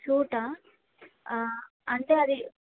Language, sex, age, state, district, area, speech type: Telugu, female, 18-30, Andhra Pradesh, Bapatla, urban, conversation